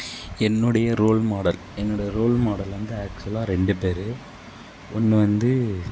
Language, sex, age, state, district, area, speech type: Tamil, male, 18-30, Tamil Nadu, Mayiladuthurai, urban, spontaneous